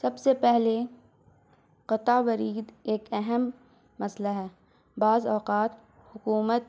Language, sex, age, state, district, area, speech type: Urdu, female, 18-30, Bihar, Gaya, urban, spontaneous